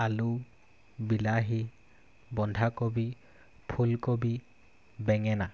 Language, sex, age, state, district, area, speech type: Assamese, male, 18-30, Assam, Golaghat, rural, spontaneous